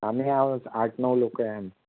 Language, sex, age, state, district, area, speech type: Marathi, male, 18-30, Maharashtra, Thane, urban, conversation